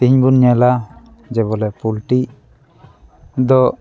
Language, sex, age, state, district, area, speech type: Santali, male, 30-45, West Bengal, Dakshin Dinajpur, rural, spontaneous